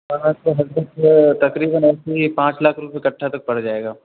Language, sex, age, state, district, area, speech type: Urdu, male, 18-30, Bihar, Purnia, rural, conversation